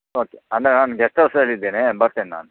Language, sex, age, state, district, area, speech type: Kannada, male, 30-45, Karnataka, Udupi, rural, conversation